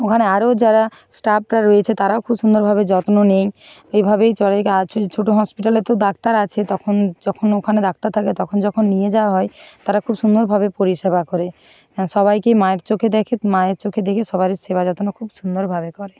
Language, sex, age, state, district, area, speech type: Bengali, female, 45-60, West Bengal, Nadia, rural, spontaneous